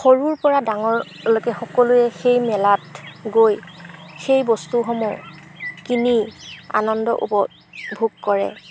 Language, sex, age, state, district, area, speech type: Assamese, female, 45-60, Assam, Golaghat, rural, spontaneous